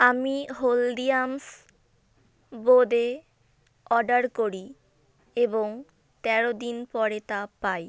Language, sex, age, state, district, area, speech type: Bengali, female, 18-30, West Bengal, South 24 Parganas, rural, read